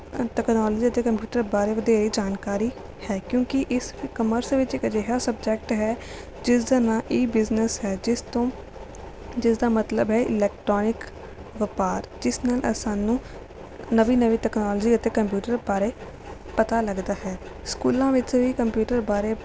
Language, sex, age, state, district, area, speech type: Punjabi, female, 18-30, Punjab, Rupnagar, rural, spontaneous